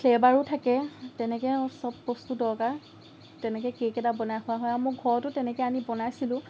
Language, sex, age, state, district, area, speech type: Assamese, female, 18-30, Assam, Lakhimpur, rural, spontaneous